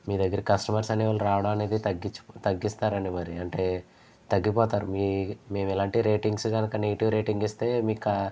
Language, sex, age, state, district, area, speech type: Telugu, male, 18-30, Andhra Pradesh, East Godavari, rural, spontaneous